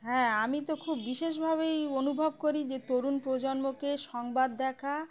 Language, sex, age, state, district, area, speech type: Bengali, female, 30-45, West Bengal, Uttar Dinajpur, urban, spontaneous